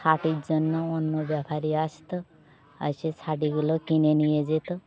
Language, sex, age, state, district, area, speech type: Bengali, female, 45-60, West Bengal, Birbhum, urban, spontaneous